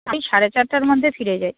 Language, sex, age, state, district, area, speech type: Bengali, female, 45-60, West Bengal, Purba Medinipur, rural, conversation